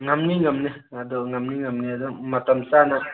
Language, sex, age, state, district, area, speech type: Manipuri, male, 30-45, Manipur, Thoubal, rural, conversation